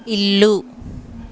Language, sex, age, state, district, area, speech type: Telugu, female, 30-45, Andhra Pradesh, Anakapalli, urban, read